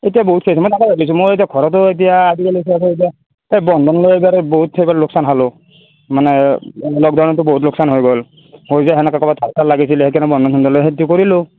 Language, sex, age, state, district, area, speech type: Assamese, male, 45-60, Assam, Morigaon, rural, conversation